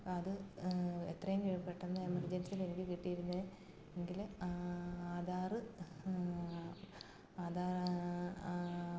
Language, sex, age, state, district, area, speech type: Malayalam, female, 45-60, Kerala, Alappuzha, rural, spontaneous